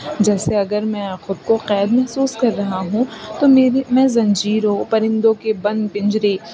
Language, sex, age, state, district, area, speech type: Urdu, female, 18-30, Uttar Pradesh, Rampur, urban, spontaneous